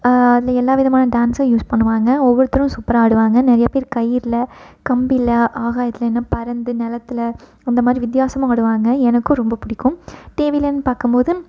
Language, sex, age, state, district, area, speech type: Tamil, female, 18-30, Tamil Nadu, Erode, urban, spontaneous